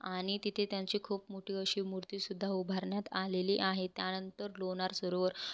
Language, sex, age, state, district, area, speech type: Marathi, female, 18-30, Maharashtra, Buldhana, rural, spontaneous